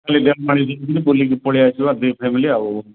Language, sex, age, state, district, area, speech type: Odia, male, 45-60, Odisha, Koraput, urban, conversation